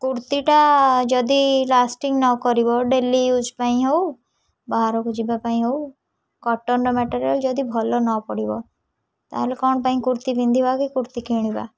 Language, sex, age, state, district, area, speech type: Odia, female, 30-45, Odisha, Kendrapara, urban, spontaneous